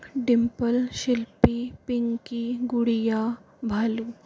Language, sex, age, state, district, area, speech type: Hindi, female, 30-45, Rajasthan, Jaipur, urban, spontaneous